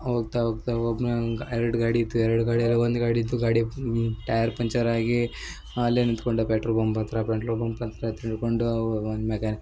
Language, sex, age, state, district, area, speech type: Kannada, male, 18-30, Karnataka, Uttara Kannada, rural, spontaneous